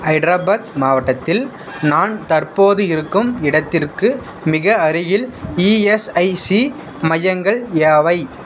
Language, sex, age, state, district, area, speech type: Tamil, male, 30-45, Tamil Nadu, Dharmapuri, rural, read